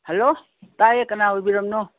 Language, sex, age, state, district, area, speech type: Manipuri, female, 60+, Manipur, Imphal East, rural, conversation